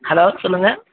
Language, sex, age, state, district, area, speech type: Tamil, male, 18-30, Tamil Nadu, Madurai, rural, conversation